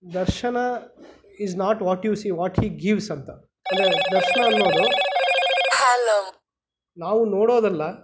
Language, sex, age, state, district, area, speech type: Kannada, male, 30-45, Karnataka, Kolar, urban, spontaneous